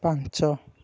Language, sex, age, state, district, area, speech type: Odia, male, 18-30, Odisha, Puri, urban, read